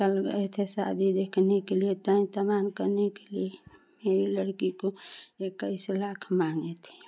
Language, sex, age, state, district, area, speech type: Hindi, female, 45-60, Uttar Pradesh, Chandauli, urban, spontaneous